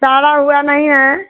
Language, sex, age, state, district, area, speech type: Hindi, female, 18-30, Uttar Pradesh, Ghazipur, urban, conversation